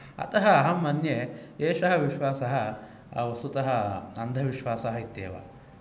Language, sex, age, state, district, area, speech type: Sanskrit, male, 45-60, Karnataka, Bangalore Urban, urban, spontaneous